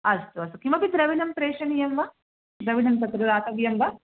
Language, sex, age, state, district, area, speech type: Sanskrit, female, 30-45, Telangana, Ranga Reddy, urban, conversation